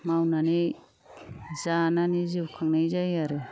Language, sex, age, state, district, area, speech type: Bodo, female, 30-45, Assam, Kokrajhar, rural, spontaneous